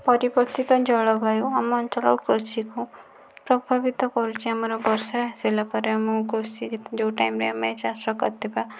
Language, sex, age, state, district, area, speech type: Odia, female, 45-60, Odisha, Kandhamal, rural, spontaneous